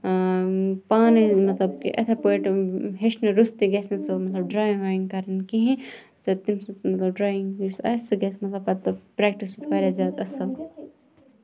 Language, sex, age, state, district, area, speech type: Kashmiri, female, 18-30, Jammu and Kashmir, Kupwara, urban, spontaneous